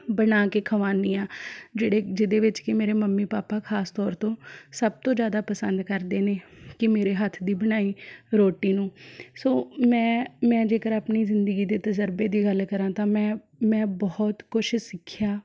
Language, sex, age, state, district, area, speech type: Punjabi, female, 18-30, Punjab, Shaheed Bhagat Singh Nagar, rural, spontaneous